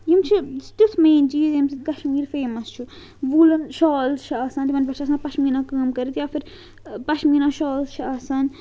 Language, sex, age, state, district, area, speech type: Kashmiri, female, 18-30, Jammu and Kashmir, Srinagar, urban, spontaneous